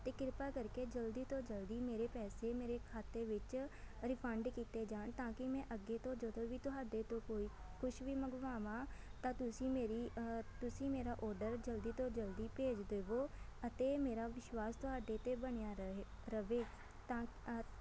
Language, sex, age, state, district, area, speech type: Punjabi, female, 18-30, Punjab, Shaheed Bhagat Singh Nagar, urban, spontaneous